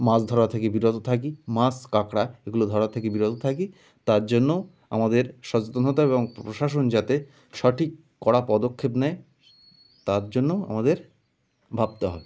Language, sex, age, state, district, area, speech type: Bengali, male, 30-45, West Bengal, North 24 Parganas, rural, spontaneous